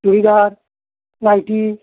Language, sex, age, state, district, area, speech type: Bengali, male, 60+, West Bengal, Hooghly, rural, conversation